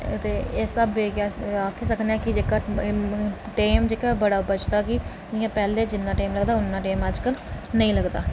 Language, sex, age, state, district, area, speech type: Dogri, male, 30-45, Jammu and Kashmir, Reasi, rural, spontaneous